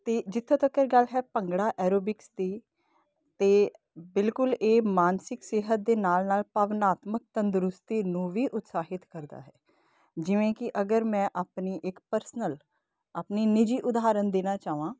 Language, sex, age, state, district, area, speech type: Punjabi, female, 30-45, Punjab, Kapurthala, urban, spontaneous